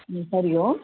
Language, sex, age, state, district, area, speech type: Sanskrit, female, 60+, Karnataka, Mysore, urban, conversation